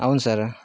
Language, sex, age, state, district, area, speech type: Telugu, male, 45-60, Andhra Pradesh, Vizianagaram, rural, spontaneous